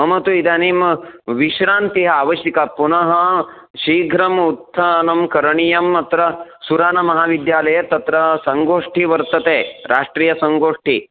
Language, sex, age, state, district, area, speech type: Sanskrit, male, 45-60, Karnataka, Uttara Kannada, urban, conversation